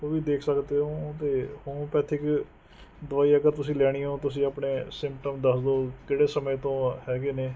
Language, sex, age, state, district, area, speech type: Punjabi, male, 30-45, Punjab, Mohali, urban, spontaneous